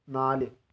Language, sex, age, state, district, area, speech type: Malayalam, male, 18-30, Kerala, Wayanad, rural, read